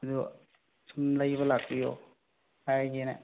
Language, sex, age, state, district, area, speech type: Manipuri, male, 45-60, Manipur, Bishnupur, rural, conversation